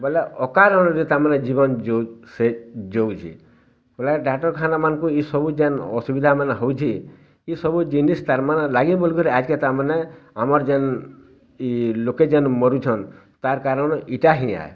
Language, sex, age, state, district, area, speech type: Odia, male, 60+, Odisha, Bargarh, rural, spontaneous